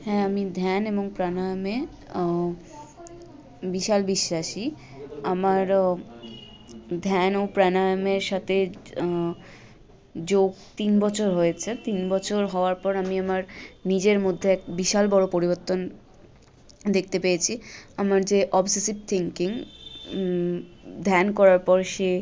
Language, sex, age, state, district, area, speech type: Bengali, female, 18-30, West Bengal, Malda, rural, spontaneous